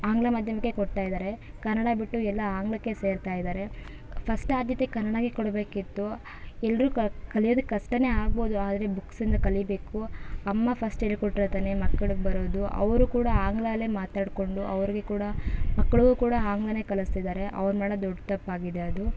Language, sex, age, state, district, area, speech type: Kannada, female, 18-30, Karnataka, Chikkaballapur, rural, spontaneous